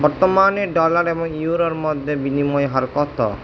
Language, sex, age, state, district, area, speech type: Bengali, male, 60+, West Bengal, Purba Bardhaman, urban, read